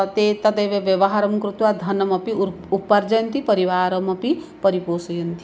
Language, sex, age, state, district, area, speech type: Sanskrit, female, 45-60, Odisha, Puri, urban, spontaneous